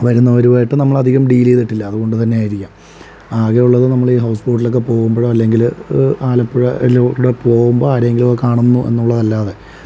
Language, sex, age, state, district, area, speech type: Malayalam, male, 30-45, Kerala, Alappuzha, rural, spontaneous